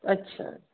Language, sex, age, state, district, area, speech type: Sindhi, female, 60+, Uttar Pradesh, Lucknow, urban, conversation